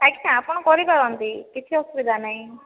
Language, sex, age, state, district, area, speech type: Odia, female, 30-45, Odisha, Jajpur, rural, conversation